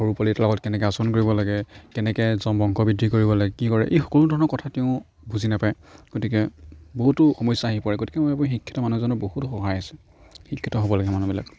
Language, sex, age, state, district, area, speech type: Assamese, male, 45-60, Assam, Darrang, rural, spontaneous